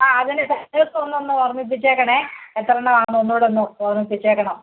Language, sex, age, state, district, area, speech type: Malayalam, female, 45-60, Kerala, Kottayam, rural, conversation